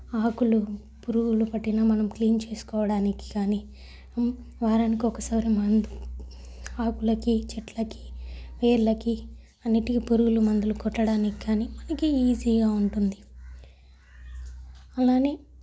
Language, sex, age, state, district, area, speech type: Telugu, female, 18-30, Andhra Pradesh, Sri Balaji, urban, spontaneous